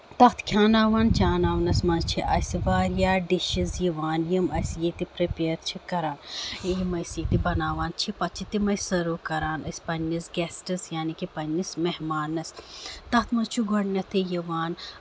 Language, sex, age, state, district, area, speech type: Kashmiri, female, 18-30, Jammu and Kashmir, Ganderbal, rural, spontaneous